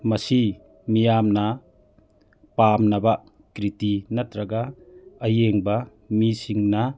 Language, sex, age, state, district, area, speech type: Manipuri, male, 45-60, Manipur, Churachandpur, urban, read